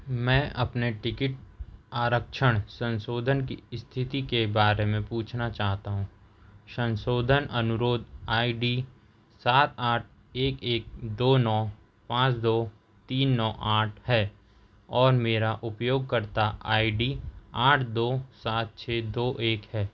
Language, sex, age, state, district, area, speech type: Hindi, male, 30-45, Madhya Pradesh, Seoni, urban, read